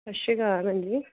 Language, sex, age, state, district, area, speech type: Punjabi, female, 30-45, Punjab, Gurdaspur, rural, conversation